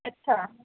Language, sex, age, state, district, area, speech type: Punjabi, female, 18-30, Punjab, Gurdaspur, rural, conversation